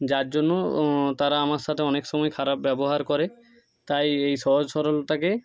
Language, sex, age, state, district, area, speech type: Bengali, male, 30-45, West Bengal, Jhargram, rural, spontaneous